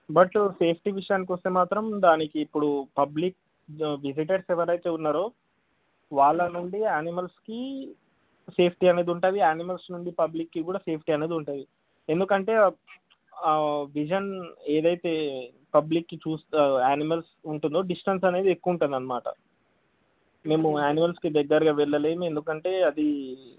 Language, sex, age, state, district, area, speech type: Telugu, male, 18-30, Telangana, Nalgonda, urban, conversation